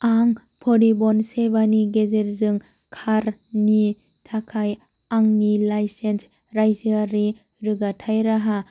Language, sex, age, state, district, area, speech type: Bodo, female, 18-30, Assam, Kokrajhar, rural, read